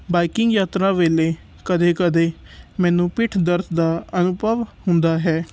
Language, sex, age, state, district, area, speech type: Punjabi, male, 18-30, Punjab, Patiala, urban, spontaneous